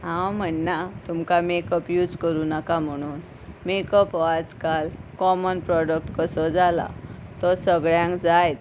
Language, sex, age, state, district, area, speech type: Goan Konkani, female, 30-45, Goa, Ponda, rural, spontaneous